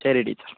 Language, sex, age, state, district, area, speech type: Malayalam, male, 18-30, Kerala, Kannur, urban, conversation